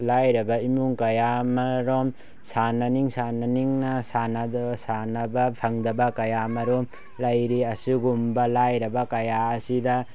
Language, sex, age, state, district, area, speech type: Manipuri, male, 18-30, Manipur, Tengnoupal, rural, spontaneous